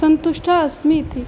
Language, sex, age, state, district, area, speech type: Sanskrit, female, 18-30, Assam, Biswanath, rural, spontaneous